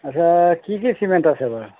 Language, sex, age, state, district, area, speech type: Assamese, male, 45-60, Assam, Golaghat, urban, conversation